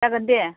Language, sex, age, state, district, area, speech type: Bodo, female, 45-60, Assam, Baksa, rural, conversation